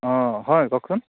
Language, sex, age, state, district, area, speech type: Assamese, male, 18-30, Assam, Dibrugarh, urban, conversation